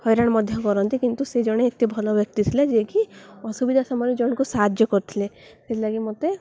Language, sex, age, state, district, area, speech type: Odia, female, 18-30, Odisha, Koraput, urban, spontaneous